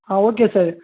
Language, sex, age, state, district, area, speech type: Tamil, male, 18-30, Tamil Nadu, Tiruvannamalai, rural, conversation